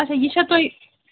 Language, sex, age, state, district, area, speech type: Kashmiri, female, 30-45, Jammu and Kashmir, Srinagar, urban, conversation